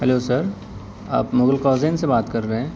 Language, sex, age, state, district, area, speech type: Urdu, male, 18-30, Delhi, East Delhi, urban, spontaneous